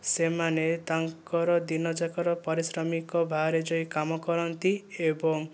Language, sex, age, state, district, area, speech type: Odia, male, 18-30, Odisha, Kandhamal, rural, spontaneous